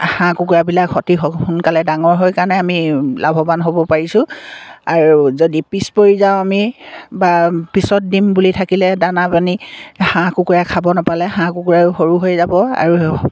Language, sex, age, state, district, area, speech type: Assamese, female, 60+, Assam, Dibrugarh, rural, spontaneous